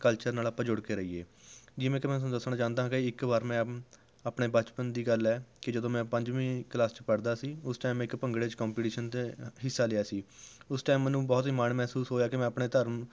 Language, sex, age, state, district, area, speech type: Punjabi, male, 18-30, Punjab, Rupnagar, rural, spontaneous